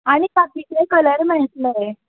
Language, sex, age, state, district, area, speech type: Goan Konkani, female, 18-30, Goa, Tiswadi, rural, conversation